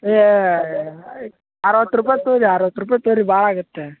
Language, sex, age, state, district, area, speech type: Kannada, male, 30-45, Karnataka, Gadag, rural, conversation